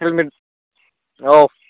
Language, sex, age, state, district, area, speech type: Bodo, male, 18-30, Assam, Kokrajhar, rural, conversation